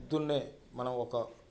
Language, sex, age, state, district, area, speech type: Telugu, male, 45-60, Andhra Pradesh, Bapatla, urban, spontaneous